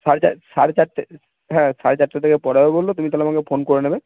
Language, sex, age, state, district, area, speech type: Bengali, male, 18-30, West Bengal, Cooch Behar, urban, conversation